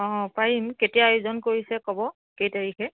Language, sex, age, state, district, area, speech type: Assamese, female, 30-45, Assam, Biswanath, rural, conversation